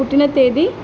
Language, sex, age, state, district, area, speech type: Telugu, female, 18-30, Andhra Pradesh, Nandyal, urban, spontaneous